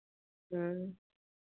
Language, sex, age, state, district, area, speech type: Hindi, female, 45-60, Uttar Pradesh, Lucknow, rural, conversation